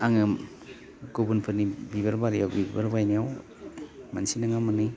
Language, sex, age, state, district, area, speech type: Bodo, male, 30-45, Assam, Baksa, rural, spontaneous